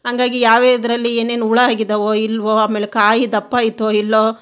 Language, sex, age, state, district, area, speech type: Kannada, female, 45-60, Karnataka, Chitradurga, rural, spontaneous